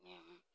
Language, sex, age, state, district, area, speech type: Assamese, female, 45-60, Assam, Sivasagar, rural, spontaneous